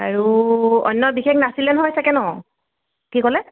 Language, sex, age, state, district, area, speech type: Assamese, female, 30-45, Assam, Golaghat, urban, conversation